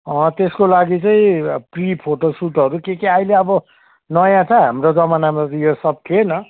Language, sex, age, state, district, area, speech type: Nepali, male, 60+, West Bengal, Kalimpong, rural, conversation